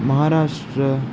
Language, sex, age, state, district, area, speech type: Sindhi, male, 18-30, Maharashtra, Thane, urban, spontaneous